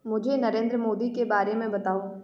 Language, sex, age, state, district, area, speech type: Hindi, female, 18-30, Madhya Pradesh, Gwalior, rural, read